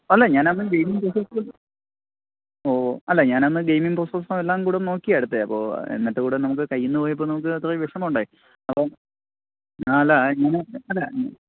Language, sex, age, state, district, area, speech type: Malayalam, male, 30-45, Kerala, Thiruvananthapuram, urban, conversation